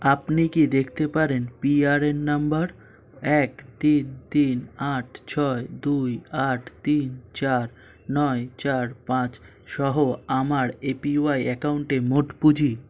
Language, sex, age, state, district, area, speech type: Bengali, male, 18-30, West Bengal, Kolkata, urban, read